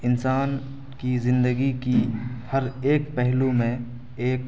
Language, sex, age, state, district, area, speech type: Urdu, male, 18-30, Bihar, Araria, rural, spontaneous